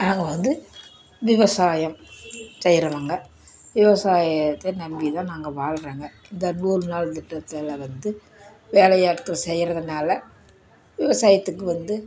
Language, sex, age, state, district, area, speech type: Tamil, female, 60+, Tamil Nadu, Dharmapuri, urban, spontaneous